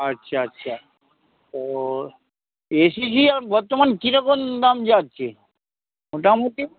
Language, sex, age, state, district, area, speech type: Bengali, male, 60+, West Bengal, Hooghly, rural, conversation